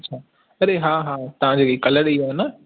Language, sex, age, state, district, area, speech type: Sindhi, male, 18-30, Maharashtra, Thane, urban, conversation